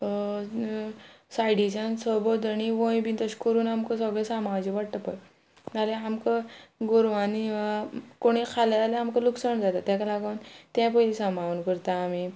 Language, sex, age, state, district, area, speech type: Goan Konkani, female, 45-60, Goa, Quepem, rural, spontaneous